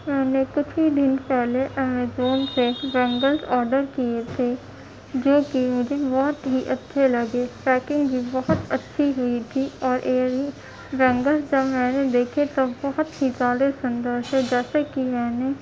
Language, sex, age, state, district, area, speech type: Urdu, female, 18-30, Uttar Pradesh, Gautam Buddha Nagar, urban, spontaneous